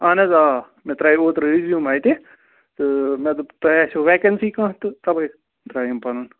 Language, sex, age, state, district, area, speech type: Kashmiri, male, 18-30, Jammu and Kashmir, Budgam, rural, conversation